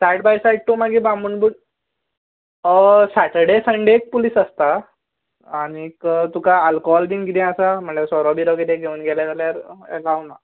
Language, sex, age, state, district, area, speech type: Goan Konkani, male, 18-30, Goa, Canacona, rural, conversation